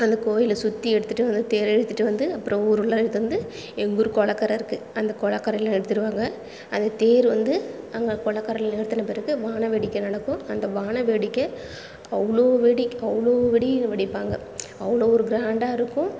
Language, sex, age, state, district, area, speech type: Tamil, female, 30-45, Tamil Nadu, Cuddalore, rural, spontaneous